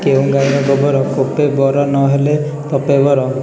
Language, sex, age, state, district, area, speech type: Odia, male, 18-30, Odisha, Puri, urban, spontaneous